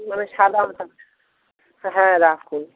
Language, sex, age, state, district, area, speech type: Bengali, male, 30-45, West Bengal, Dakshin Dinajpur, urban, conversation